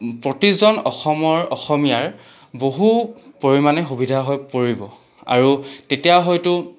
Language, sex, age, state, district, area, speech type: Assamese, male, 18-30, Assam, Charaideo, urban, spontaneous